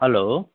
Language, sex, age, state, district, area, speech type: Nepali, male, 30-45, West Bengal, Darjeeling, rural, conversation